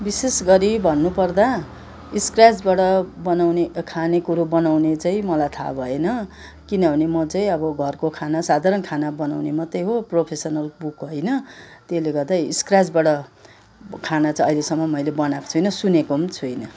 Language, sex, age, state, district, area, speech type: Nepali, female, 60+, West Bengal, Kalimpong, rural, spontaneous